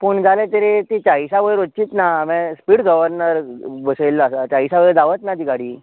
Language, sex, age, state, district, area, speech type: Goan Konkani, male, 18-30, Goa, Tiswadi, rural, conversation